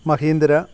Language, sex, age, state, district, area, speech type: Malayalam, male, 45-60, Kerala, Kottayam, urban, spontaneous